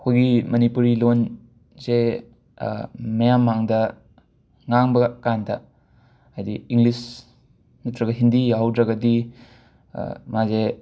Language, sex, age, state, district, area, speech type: Manipuri, male, 45-60, Manipur, Imphal West, urban, spontaneous